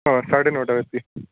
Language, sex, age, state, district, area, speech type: Odia, male, 18-30, Odisha, Puri, urban, conversation